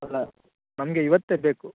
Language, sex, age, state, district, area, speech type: Kannada, male, 30-45, Karnataka, Udupi, urban, conversation